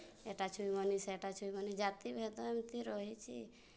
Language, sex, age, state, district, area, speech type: Odia, female, 45-60, Odisha, Mayurbhanj, rural, spontaneous